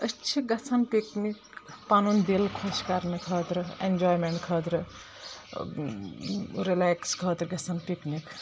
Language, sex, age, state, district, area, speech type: Kashmiri, female, 30-45, Jammu and Kashmir, Anantnag, rural, spontaneous